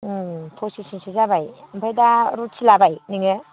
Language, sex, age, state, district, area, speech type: Bodo, female, 30-45, Assam, Baksa, rural, conversation